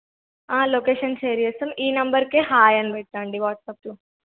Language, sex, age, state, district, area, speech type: Telugu, female, 18-30, Telangana, Suryapet, urban, conversation